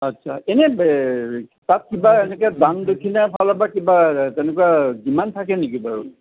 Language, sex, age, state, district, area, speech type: Assamese, male, 60+, Assam, Kamrup Metropolitan, urban, conversation